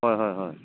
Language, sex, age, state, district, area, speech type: Assamese, male, 45-60, Assam, Charaideo, rural, conversation